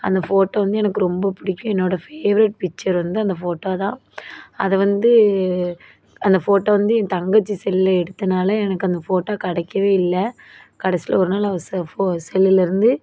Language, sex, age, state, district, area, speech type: Tamil, female, 18-30, Tamil Nadu, Thoothukudi, urban, spontaneous